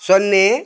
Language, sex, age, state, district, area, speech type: Kannada, male, 60+, Karnataka, Bidar, rural, read